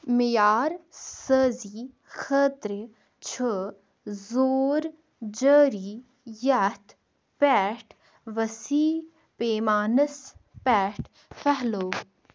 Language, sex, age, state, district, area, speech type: Kashmiri, female, 18-30, Jammu and Kashmir, Baramulla, rural, read